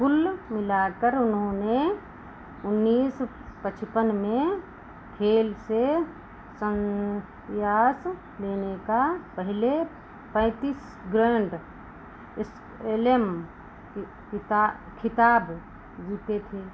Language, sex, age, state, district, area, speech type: Hindi, female, 60+, Uttar Pradesh, Sitapur, rural, read